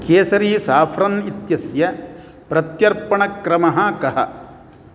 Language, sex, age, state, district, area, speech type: Sanskrit, male, 60+, Karnataka, Uttara Kannada, rural, read